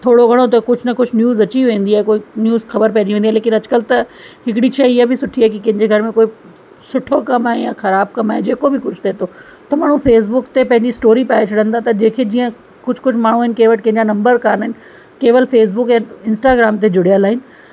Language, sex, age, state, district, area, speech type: Sindhi, female, 45-60, Uttar Pradesh, Lucknow, rural, spontaneous